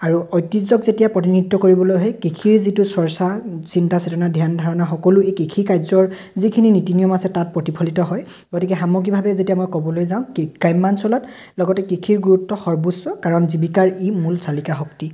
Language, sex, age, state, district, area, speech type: Assamese, male, 18-30, Assam, Dhemaji, rural, spontaneous